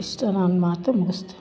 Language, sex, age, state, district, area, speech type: Kannada, female, 30-45, Karnataka, Dharwad, urban, spontaneous